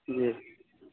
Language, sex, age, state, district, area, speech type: Urdu, male, 18-30, Delhi, South Delhi, urban, conversation